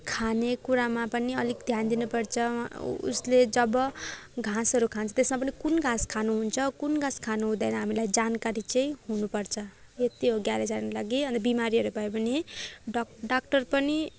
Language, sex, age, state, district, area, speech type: Nepali, female, 18-30, West Bengal, Darjeeling, rural, spontaneous